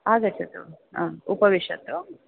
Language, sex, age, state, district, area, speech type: Sanskrit, female, 45-60, Maharashtra, Pune, urban, conversation